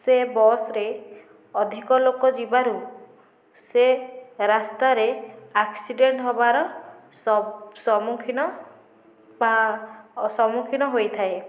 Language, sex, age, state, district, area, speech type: Odia, female, 18-30, Odisha, Nayagarh, rural, spontaneous